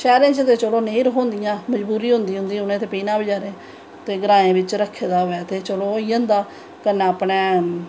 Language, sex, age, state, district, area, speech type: Dogri, female, 30-45, Jammu and Kashmir, Samba, rural, spontaneous